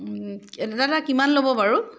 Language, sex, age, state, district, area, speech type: Assamese, female, 45-60, Assam, Dibrugarh, rural, spontaneous